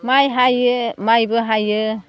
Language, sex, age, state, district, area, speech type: Bodo, female, 60+, Assam, Chirang, rural, spontaneous